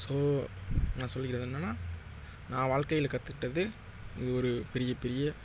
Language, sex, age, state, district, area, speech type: Tamil, male, 18-30, Tamil Nadu, Nagapattinam, rural, spontaneous